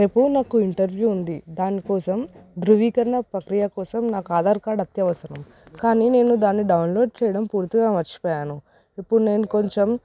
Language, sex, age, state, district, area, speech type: Telugu, female, 18-30, Telangana, Hyderabad, urban, spontaneous